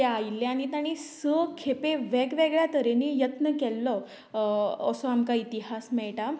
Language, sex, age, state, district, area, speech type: Goan Konkani, female, 18-30, Goa, Canacona, rural, spontaneous